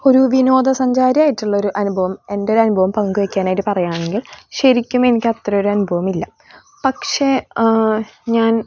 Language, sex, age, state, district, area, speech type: Malayalam, female, 18-30, Kerala, Thrissur, rural, spontaneous